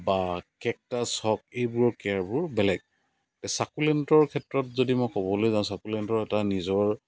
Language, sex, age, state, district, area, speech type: Assamese, male, 45-60, Assam, Dibrugarh, rural, spontaneous